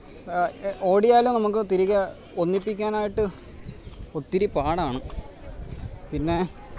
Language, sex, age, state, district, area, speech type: Malayalam, male, 30-45, Kerala, Alappuzha, rural, spontaneous